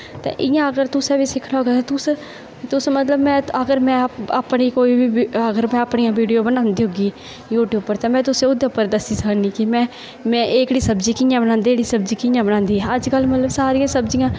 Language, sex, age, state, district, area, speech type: Dogri, female, 18-30, Jammu and Kashmir, Kathua, rural, spontaneous